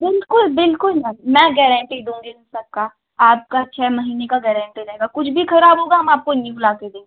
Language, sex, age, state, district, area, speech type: Hindi, female, 18-30, Uttar Pradesh, Ghazipur, urban, conversation